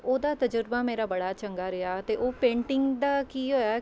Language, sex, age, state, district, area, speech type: Punjabi, female, 30-45, Punjab, Mohali, urban, spontaneous